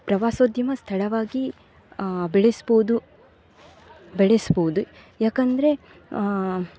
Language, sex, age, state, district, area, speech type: Kannada, female, 18-30, Karnataka, Dakshina Kannada, urban, spontaneous